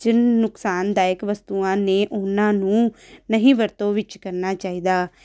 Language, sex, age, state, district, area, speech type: Punjabi, female, 30-45, Punjab, Amritsar, urban, spontaneous